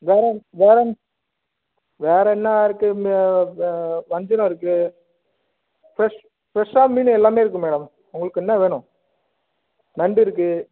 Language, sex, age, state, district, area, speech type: Tamil, male, 30-45, Tamil Nadu, Cuddalore, rural, conversation